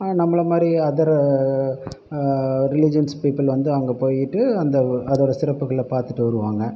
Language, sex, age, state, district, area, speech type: Tamil, male, 45-60, Tamil Nadu, Pudukkottai, rural, spontaneous